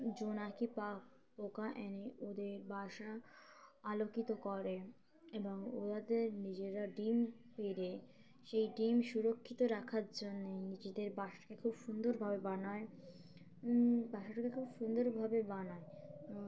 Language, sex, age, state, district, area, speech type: Bengali, female, 18-30, West Bengal, Birbhum, urban, spontaneous